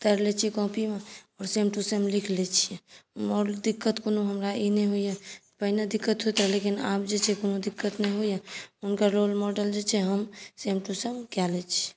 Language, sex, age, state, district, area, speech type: Maithili, female, 18-30, Bihar, Saharsa, urban, spontaneous